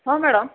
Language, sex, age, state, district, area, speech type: Odia, female, 45-60, Odisha, Sambalpur, rural, conversation